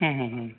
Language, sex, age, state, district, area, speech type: Bengali, male, 30-45, West Bengal, North 24 Parganas, urban, conversation